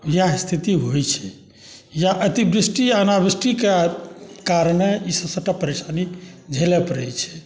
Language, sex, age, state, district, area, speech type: Maithili, male, 60+, Bihar, Saharsa, rural, spontaneous